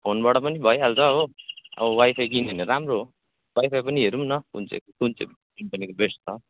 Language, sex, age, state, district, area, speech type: Nepali, male, 18-30, West Bengal, Darjeeling, rural, conversation